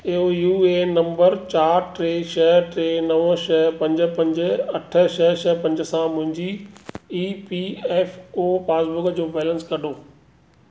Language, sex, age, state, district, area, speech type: Sindhi, male, 45-60, Maharashtra, Thane, urban, read